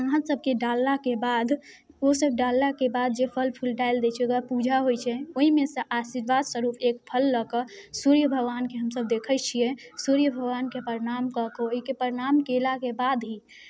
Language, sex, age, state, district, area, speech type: Maithili, female, 18-30, Bihar, Muzaffarpur, rural, spontaneous